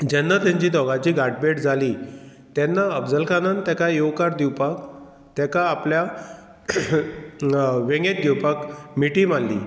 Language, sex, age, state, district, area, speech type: Goan Konkani, male, 45-60, Goa, Murmgao, rural, spontaneous